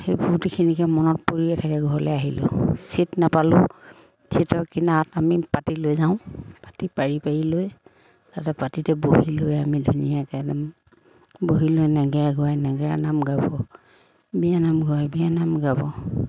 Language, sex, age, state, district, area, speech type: Assamese, female, 45-60, Assam, Lakhimpur, rural, spontaneous